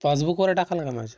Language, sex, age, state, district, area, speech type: Marathi, male, 18-30, Maharashtra, Gadchiroli, rural, spontaneous